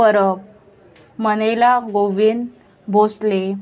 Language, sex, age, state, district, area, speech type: Goan Konkani, female, 18-30, Goa, Murmgao, urban, spontaneous